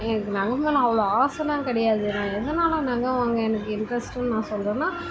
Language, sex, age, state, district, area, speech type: Tamil, female, 18-30, Tamil Nadu, Chennai, urban, spontaneous